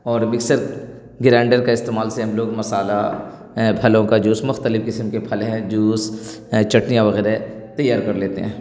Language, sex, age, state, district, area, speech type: Urdu, male, 30-45, Bihar, Darbhanga, rural, spontaneous